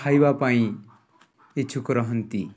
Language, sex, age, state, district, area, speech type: Odia, male, 30-45, Odisha, Nuapada, urban, spontaneous